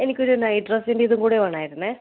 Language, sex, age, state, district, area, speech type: Malayalam, female, 30-45, Kerala, Kannur, rural, conversation